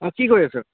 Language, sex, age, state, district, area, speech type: Assamese, male, 18-30, Assam, Nagaon, rural, conversation